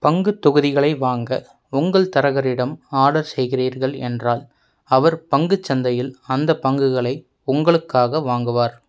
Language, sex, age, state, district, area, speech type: Tamil, male, 18-30, Tamil Nadu, Coimbatore, urban, read